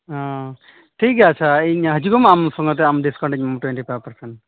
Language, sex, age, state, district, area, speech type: Santali, male, 18-30, West Bengal, Malda, rural, conversation